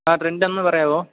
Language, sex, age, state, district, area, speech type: Malayalam, male, 18-30, Kerala, Idukki, rural, conversation